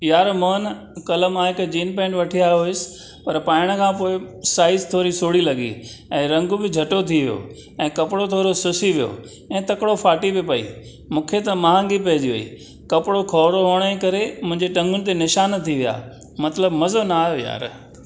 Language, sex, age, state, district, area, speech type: Sindhi, male, 60+, Maharashtra, Thane, urban, spontaneous